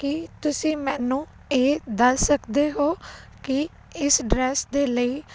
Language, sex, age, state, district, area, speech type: Punjabi, female, 18-30, Punjab, Fazilka, rural, spontaneous